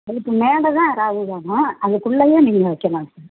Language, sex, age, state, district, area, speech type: Tamil, female, 60+, Tamil Nadu, Madurai, rural, conversation